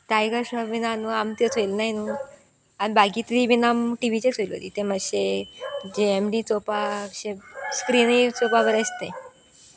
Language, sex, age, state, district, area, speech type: Goan Konkani, female, 18-30, Goa, Sanguem, rural, spontaneous